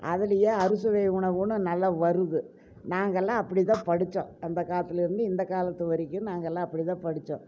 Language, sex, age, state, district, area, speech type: Tamil, female, 60+, Tamil Nadu, Coimbatore, urban, spontaneous